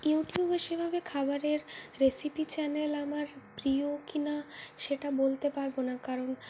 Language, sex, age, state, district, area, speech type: Bengali, female, 45-60, West Bengal, Purulia, urban, spontaneous